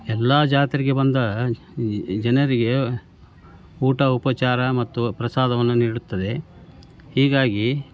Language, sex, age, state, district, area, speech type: Kannada, male, 60+, Karnataka, Koppal, rural, spontaneous